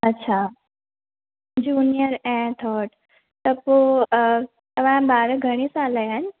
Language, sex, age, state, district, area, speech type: Sindhi, female, 18-30, Maharashtra, Thane, urban, conversation